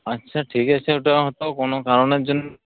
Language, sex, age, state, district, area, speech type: Bengali, male, 18-30, West Bengal, Uttar Dinajpur, rural, conversation